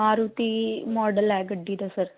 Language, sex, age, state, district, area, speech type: Punjabi, female, 30-45, Punjab, Ludhiana, rural, conversation